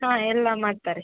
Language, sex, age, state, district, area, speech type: Kannada, female, 18-30, Karnataka, Gadag, urban, conversation